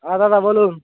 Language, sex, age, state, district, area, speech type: Bengali, male, 18-30, West Bengal, Cooch Behar, urban, conversation